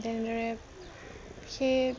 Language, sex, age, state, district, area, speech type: Assamese, female, 18-30, Assam, Dhemaji, rural, spontaneous